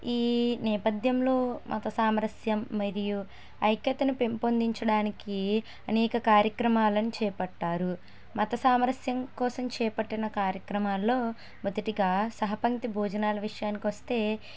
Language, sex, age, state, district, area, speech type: Telugu, female, 18-30, Andhra Pradesh, N T Rama Rao, urban, spontaneous